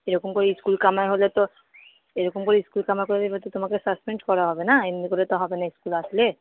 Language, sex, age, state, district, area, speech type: Bengali, female, 30-45, West Bengal, Purba Bardhaman, rural, conversation